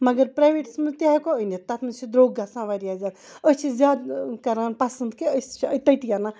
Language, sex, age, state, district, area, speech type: Kashmiri, female, 30-45, Jammu and Kashmir, Ganderbal, rural, spontaneous